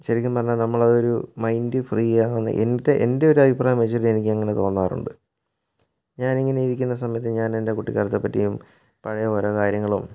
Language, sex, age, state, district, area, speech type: Malayalam, male, 30-45, Kerala, Kottayam, urban, spontaneous